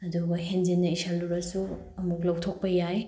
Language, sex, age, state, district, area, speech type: Manipuri, female, 18-30, Manipur, Bishnupur, rural, spontaneous